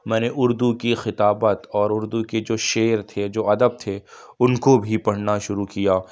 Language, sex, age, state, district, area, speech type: Urdu, male, 18-30, Uttar Pradesh, Lucknow, rural, spontaneous